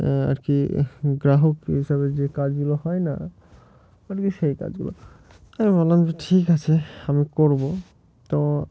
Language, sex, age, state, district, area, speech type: Bengali, male, 30-45, West Bengal, Murshidabad, urban, spontaneous